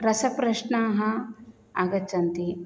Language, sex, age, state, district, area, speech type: Sanskrit, female, 30-45, Karnataka, Shimoga, rural, spontaneous